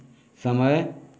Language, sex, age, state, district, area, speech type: Hindi, male, 60+, Uttar Pradesh, Mau, rural, read